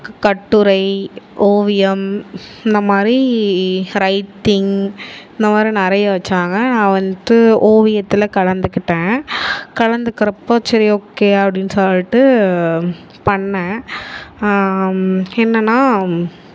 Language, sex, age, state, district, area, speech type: Tamil, female, 18-30, Tamil Nadu, Nagapattinam, rural, spontaneous